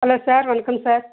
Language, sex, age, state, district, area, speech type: Tamil, female, 60+, Tamil Nadu, Nilgiris, rural, conversation